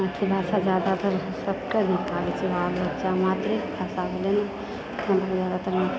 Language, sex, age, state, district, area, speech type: Maithili, female, 45-60, Bihar, Purnia, rural, spontaneous